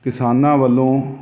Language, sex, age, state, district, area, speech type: Punjabi, male, 45-60, Punjab, Jalandhar, urban, spontaneous